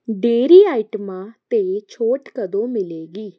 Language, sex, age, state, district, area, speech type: Punjabi, female, 18-30, Punjab, Faridkot, urban, read